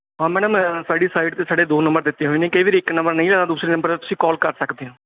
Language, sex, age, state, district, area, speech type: Punjabi, male, 30-45, Punjab, Bathinda, urban, conversation